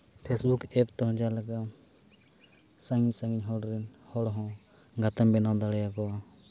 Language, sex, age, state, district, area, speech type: Santali, male, 30-45, Jharkhand, Seraikela Kharsawan, rural, spontaneous